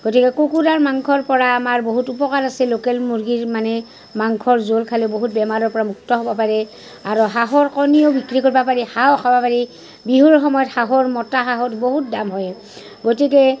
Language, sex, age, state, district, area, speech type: Assamese, female, 45-60, Assam, Barpeta, rural, spontaneous